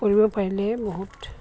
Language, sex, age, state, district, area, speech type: Assamese, female, 60+, Assam, Goalpara, rural, spontaneous